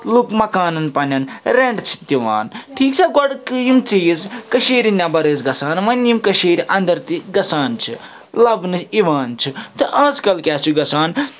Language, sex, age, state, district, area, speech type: Kashmiri, male, 30-45, Jammu and Kashmir, Srinagar, urban, spontaneous